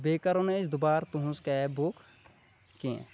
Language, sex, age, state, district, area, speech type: Kashmiri, male, 30-45, Jammu and Kashmir, Kulgam, rural, spontaneous